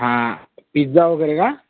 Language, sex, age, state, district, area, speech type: Marathi, male, 18-30, Maharashtra, Washim, urban, conversation